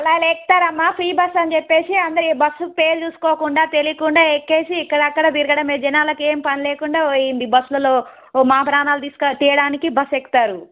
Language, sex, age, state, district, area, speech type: Telugu, female, 30-45, Telangana, Suryapet, urban, conversation